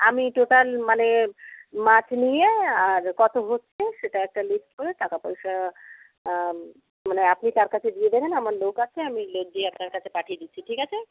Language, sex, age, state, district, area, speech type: Bengali, female, 30-45, West Bengal, Jalpaiguri, rural, conversation